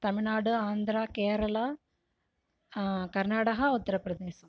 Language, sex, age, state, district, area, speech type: Tamil, female, 60+, Tamil Nadu, Cuddalore, rural, spontaneous